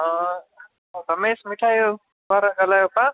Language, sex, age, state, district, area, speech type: Sindhi, male, 30-45, Gujarat, Kutch, urban, conversation